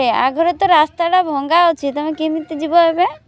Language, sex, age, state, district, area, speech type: Odia, female, 30-45, Odisha, Malkangiri, urban, spontaneous